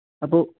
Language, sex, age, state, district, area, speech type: Malayalam, male, 18-30, Kerala, Idukki, rural, conversation